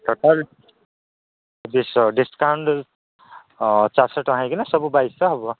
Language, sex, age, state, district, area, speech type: Odia, male, 45-60, Odisha, Nabarangpur, rural, conversation